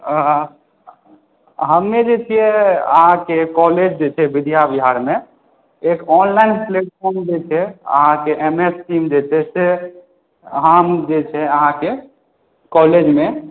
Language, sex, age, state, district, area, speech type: Maithili, male, 18-30, Bihar, Purnia, urban, conversation